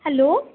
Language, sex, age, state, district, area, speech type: Dogri, female, 18-30, Jammu and Kashmir, Kathua, rural, conversation